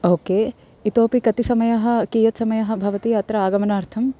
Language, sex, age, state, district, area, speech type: Sanskrit, female, 18-30, Andhra Pradesh, N T Rama Rao, urban, spontaneous